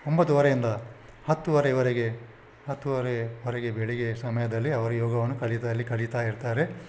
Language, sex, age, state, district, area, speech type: Kannada, male, 60+, Karnataka, Udupi, rural, spontaneous